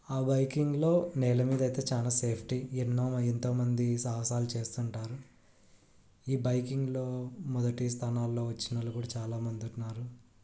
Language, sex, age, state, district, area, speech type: Telugu, male, 18-30, Andhra Pradesh, Krishna, urban, spontaneous